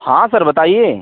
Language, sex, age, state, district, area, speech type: Hindi, male, 18-30, Uttar Pradesh, Azamgarh, rural, conversation